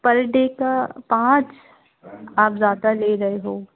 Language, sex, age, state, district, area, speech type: Hindi, female, 18-30, Madhya Pradesh, Gwalior, rural, conversation